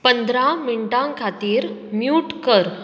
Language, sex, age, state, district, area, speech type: Goan Konkani, female, 30-45, Goa, Bardez, urban, read